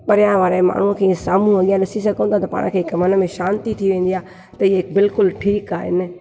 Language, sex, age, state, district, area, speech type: Sindhi, female, 30-45, Gujarat, Junagadh, urban, spontaneous